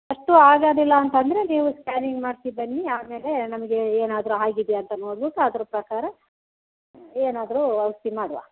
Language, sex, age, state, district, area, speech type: Kannada, female, 60+, Karnataka, Kodagu, rural, conversation